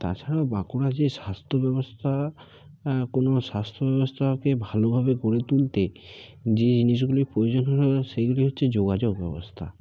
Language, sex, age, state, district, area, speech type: Bengali, male, 45-60, West Bengal, Bankura, urban, spontaneous